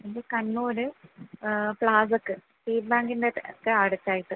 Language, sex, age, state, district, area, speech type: Malayalam, female, 30-45, Kerala, Kannur, urban, conversation